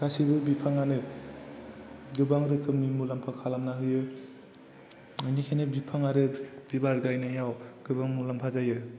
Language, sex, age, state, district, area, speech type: Bodo, male, 18-30, Assam, Chirang, rural, spontaneous